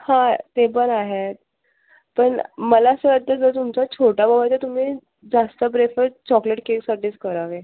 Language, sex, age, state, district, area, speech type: Marathi, female, 18-30, Maharashtra, Thane, urban, conversation